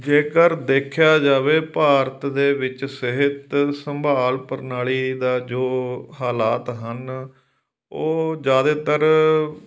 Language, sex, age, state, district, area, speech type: Punjabi, male, 45-60, Punjab, Fatehgarh Sahib, rural, spontaneous